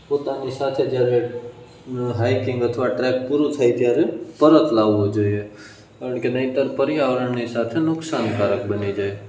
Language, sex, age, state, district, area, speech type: Gujarati, male, 18-30, Gujarat, Rajkot, rural, spontaneous